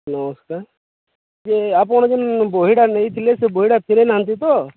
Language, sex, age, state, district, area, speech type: Odia, male, 45-60, Odisha, Subarnapur, urban, conversation